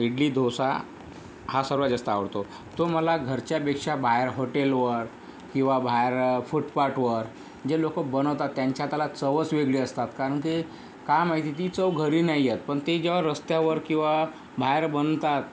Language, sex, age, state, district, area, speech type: Marathi, male, 18-30, Maharashtra, Yavatmal, rural, spontaneous